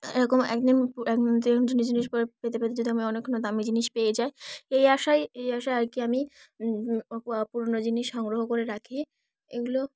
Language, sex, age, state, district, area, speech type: Bengali, female, 18-30, West Bengal, Dakshin Dinajpur, urban, spontaneous